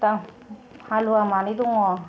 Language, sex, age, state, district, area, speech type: Bodo, female, 45-60, Assam, Kokrajhar, rural, spontaneous